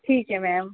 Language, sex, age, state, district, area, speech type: Punjabi, female, 18-30, Punjab, Barnala, urban, conversation